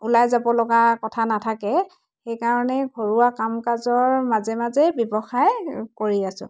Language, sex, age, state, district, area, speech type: Assamese, female, 30-45, Assam, Dhemaji, rural, spontaneous